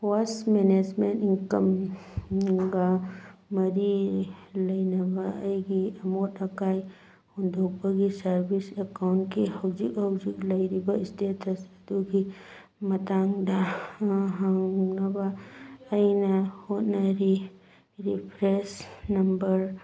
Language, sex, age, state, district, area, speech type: Manipuri, female, 45-60, Manipur, Churachandpur, rural, read